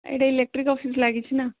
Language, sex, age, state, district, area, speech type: Odia, female, 18-30, Odisha, Sundergarh, urban, conversation